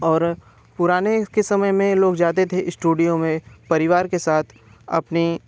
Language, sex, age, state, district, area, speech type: Hindi, male, 18-30, Uttar Pradesh, Bhadohi, urban, spontaneous